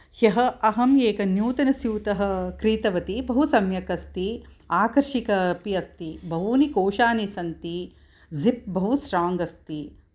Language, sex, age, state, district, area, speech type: Sanskrit, female, 60+, Karnataka, Mysore, urban, spontaneous